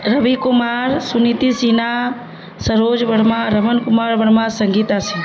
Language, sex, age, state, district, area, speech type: Urdu, female, 30-45, Bihar, Darbhanga, urban, spontaneous